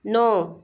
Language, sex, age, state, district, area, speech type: Hindi, female, 30-45, Madhya Pradesh, Bhopal, urban, read